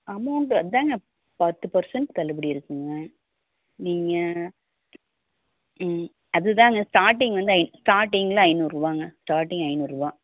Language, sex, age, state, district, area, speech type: Tamil, female, 30-45, Tamil Nadu, Coimbatore, urban, conversation